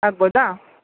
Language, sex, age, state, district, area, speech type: Kannada, female, 30-45, Karnataka, Udupi, rural, conversation